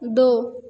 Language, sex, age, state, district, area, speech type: Maithili, female, 30-45, Bihar, Begusarai, rural, read